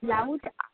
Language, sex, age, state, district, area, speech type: Bengali, female, 30-45, West Bengal, Purba Medinipur, rural, conversation